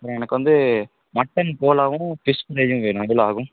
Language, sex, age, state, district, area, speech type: Tamil, male, 18-30, Tamil Nadu, Virudhunagar, urban, conversation